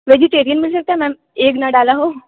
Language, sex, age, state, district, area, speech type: Hindi, female, 18-30, Uttar Pradesh, Bhadohi, rural, conversation